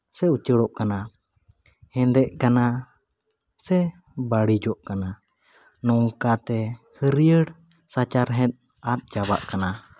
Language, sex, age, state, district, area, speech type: Santali, male, 18-30, West Bengal, Jhargram, rural, spontaneous